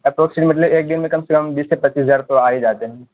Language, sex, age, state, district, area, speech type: Urdu, male, 18-30, Bihar, Purnia, rural, conversation